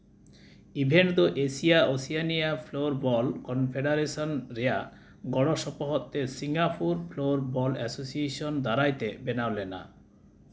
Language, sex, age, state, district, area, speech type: Santali, male, 30-45, West Bengal, Uttar Dinajpur, rural, read